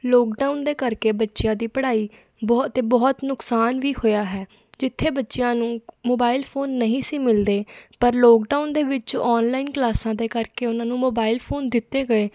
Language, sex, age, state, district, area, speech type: Punjabi, female, 18-30, Punjab, Fatehgarh Sahib, rural, spontaneous